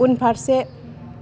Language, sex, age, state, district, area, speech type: Bodo, female, 45-60, Assam, Kokrajhar, urban, read